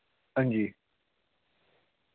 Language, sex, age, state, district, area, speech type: Dogri, male, 18-30, Jammu and Kashmir, Kathua, rural, conversation